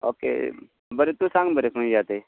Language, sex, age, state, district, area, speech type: Goan Konkani, male, 45-60, Goa, Tiswadi, rural, conversation